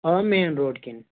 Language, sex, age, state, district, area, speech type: Kashmiri, male, 18-30, Jammu and Kashmir, Bandipora, urban, conversation